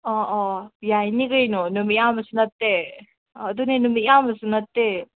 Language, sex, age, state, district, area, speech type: Manipuri, female, 18-30, Manipur, Senapati, rural, conversation